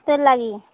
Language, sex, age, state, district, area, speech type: Odia, female, 18-30, Odisha, Nuapada, urban, conversation